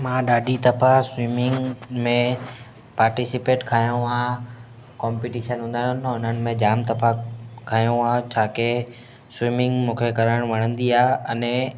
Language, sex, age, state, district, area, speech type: Sindhi, male, 18-30, Gujarat, Kutch, rural, spontaneous